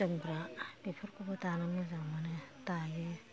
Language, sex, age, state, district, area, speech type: Bodo, female, 60+, Assam, Kokrajhar, rural, spontaneous